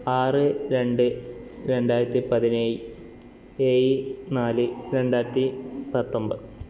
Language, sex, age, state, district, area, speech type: Malayalam, male, 18-30, Kerala, Kozhikode, urban, spontaneous